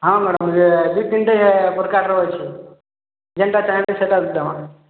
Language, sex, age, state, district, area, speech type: Odia, male, 30-45, Odisha, Boudh, rural, conversation